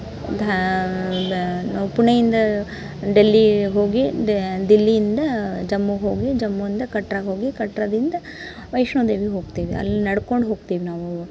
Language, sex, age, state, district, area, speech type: Kannada, female, 18-30, Karnataka, Dharwad, rural, spontaneous